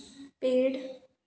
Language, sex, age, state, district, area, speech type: Hindi, female, 18-30, Madhya Pradesh, Narsinghpur, rural, read